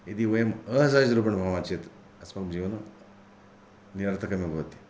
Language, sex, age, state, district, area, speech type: Sanskrit, male, 60+, Karnataka, Vijayapura, urban, spontaneous